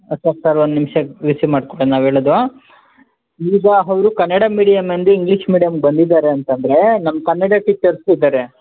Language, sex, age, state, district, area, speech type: Kannada, male, 18-30, Karnataka, Kolar, rural, conversation